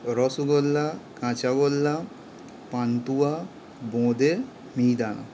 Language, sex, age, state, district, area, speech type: Bengali, male, 18-30, West Bengal, Howrah, urban, spontaneous